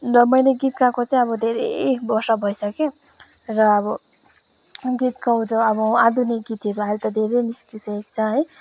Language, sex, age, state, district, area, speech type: Nepali, female, 18-30, West Bengal, Kalimpong, rural, spontaneous